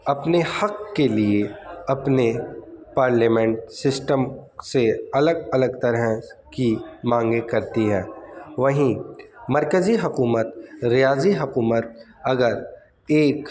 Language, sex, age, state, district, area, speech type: Urdu, male, 30-45, Delhi, North East Delhi, urban, spontaneous